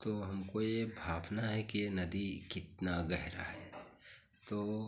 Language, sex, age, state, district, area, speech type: Hindi, male, 45-60, Uttar Pradesh, Chandauli, rural, spontaneous